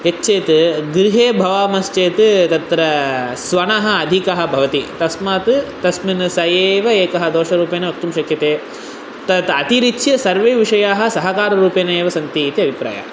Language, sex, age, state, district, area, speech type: Sanskrit, male, 18-30, Tamil Nadu, Chennai, urban, spontaneous